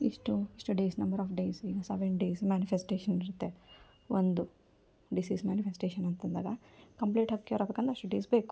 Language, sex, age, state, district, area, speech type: Kannada, female, 18-30, Karnataka, Koppal, urban, spontaneous